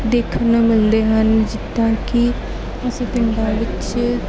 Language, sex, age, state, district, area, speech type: Punjabi, female, 18-30, Punjab, Gurdaspur, urban, spontaneous